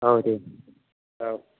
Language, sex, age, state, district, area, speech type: Bodo, male, 30-45, Assam, Chirang, rural, conversation